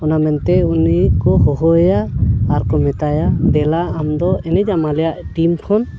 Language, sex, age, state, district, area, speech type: Santali, male, 30-45, Jharkhand, Bokaro, rural, spontaneous